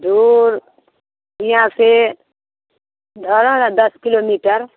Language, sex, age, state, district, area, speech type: Maithili, female, 30-45, Bihar, Muzaffarpur, rural, conversation